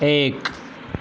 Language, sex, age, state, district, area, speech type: Hindi, male, 18-30, Rajasthan, Nagaur, rural, read